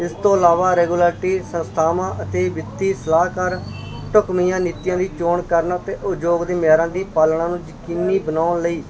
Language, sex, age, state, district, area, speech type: Punjabi, male, 30-45, Punjab, Barnala, urban, spontaneous